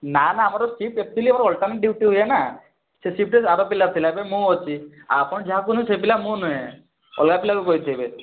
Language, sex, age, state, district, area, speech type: Odia, male, 30-45, Odisha, Mayurbhanj, rural, conversation